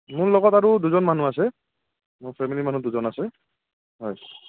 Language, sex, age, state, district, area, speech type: Assamese, male, 45-60, Assam, Morigaon, rural, conversation